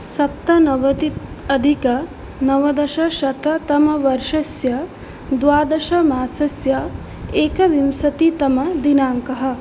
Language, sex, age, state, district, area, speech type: Sanskrit, female, 18-30, Assam, Biswanath, rural, spontaneous